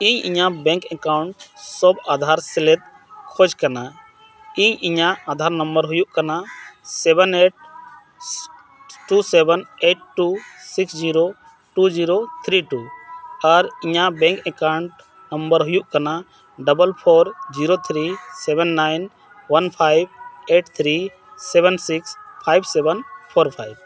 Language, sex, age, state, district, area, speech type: Santali, male, 45-60, Jharkhand, Bokaro, rural, read